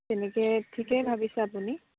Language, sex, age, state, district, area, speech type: Assamese, female, 18-30, Assam, Dibrugarh, rural, conversation